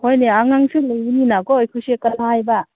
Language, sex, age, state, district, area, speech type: Manipuri, female, 30-45, Manipur, Senapati, urban, conversation